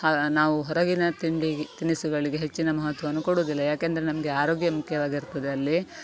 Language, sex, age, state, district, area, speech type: Kannada, female, 30-45, Karnataka, Dakshina Kannada, rural, spontaneous